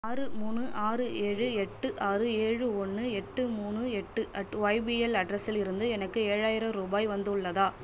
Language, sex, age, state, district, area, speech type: Tamil, female, 18-30, Tamil Nadu, Cuddalore, rural, read